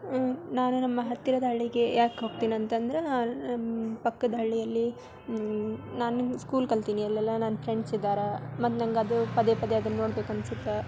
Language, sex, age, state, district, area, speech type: Kannada, female, 18-30, Karnataka, Gadag, urban, spontaneous